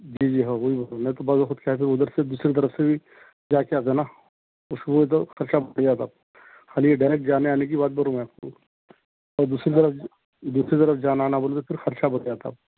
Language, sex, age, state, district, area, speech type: Urdu, male, 45-60, Telangana, Hyderabad, urban, conversation